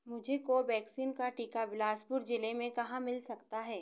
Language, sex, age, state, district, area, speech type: Hindi, female, 30-45, Madhya Pradesh, Chhindwara, urban, read